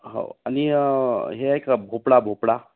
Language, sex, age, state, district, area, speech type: Marathi, male, 30-45, Maharashtra, Nagpur, urban, conversation